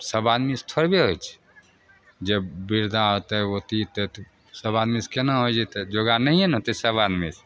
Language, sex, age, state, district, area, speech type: Maithili, male, 45-60, Bihar, Begusarai, rural, spontaneous